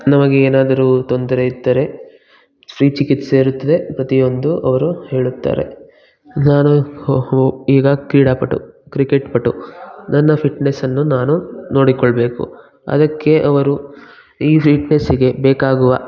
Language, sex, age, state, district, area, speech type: Kannada, male, 18-30, Karnataka, Bangalore Rural, rural, spontaneous